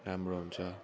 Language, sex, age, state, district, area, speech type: Nepali, male, 30-45, West Bengal, Kalimpong, rural, spontaneous